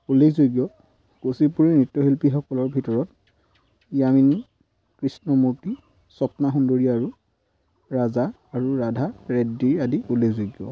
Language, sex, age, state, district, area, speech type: Assamese, male, 18-30, Assam, Sivasagar, rural, spontaneous